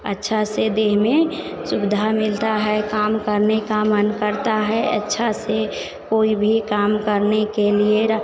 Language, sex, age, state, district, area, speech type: Hindi, female, 45-60, Bihar, Vaishali, urban, spontaneous